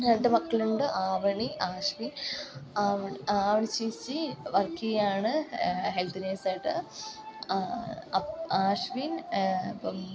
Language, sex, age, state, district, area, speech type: Malayalam, female, 18-30, Kerala, Kozhikode, rural, spontaneous